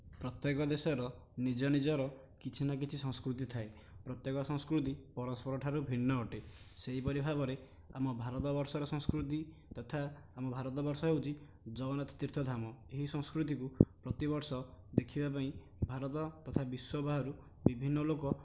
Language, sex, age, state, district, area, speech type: Odia, male, 18-30, Odisha, Nayagarh, rural, spontaneous